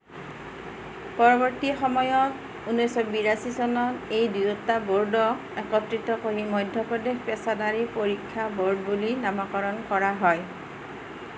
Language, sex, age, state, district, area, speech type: Assamese, female, 45-60, Assam, Nalbari, rural, read